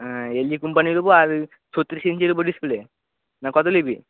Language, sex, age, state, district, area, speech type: Bengali, male, 18-30, West Bengal, Paschim Medinipur, rural, conversation